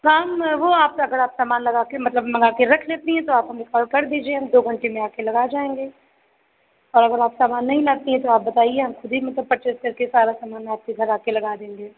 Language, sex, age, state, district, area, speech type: Hindi, female, 45-60, Uttar Pradesh, Sitapur, rural, conversation